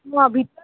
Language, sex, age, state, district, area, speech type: Nepali, female, 18-30, West Bengal, Alipurduar, rural, conversation